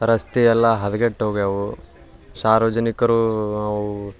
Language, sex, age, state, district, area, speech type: Kannada, male, 18-30, Karnataka, Dharwad, rural, spontaneous